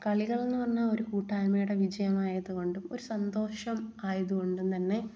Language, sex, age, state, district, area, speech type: Malayalam, female, 18-30, Kerala, Kollam, rural, spontaneous